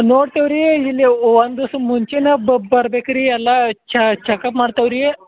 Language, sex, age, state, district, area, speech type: Kannada, male, 45-60, Karnataka, Belgaum, rural, conversation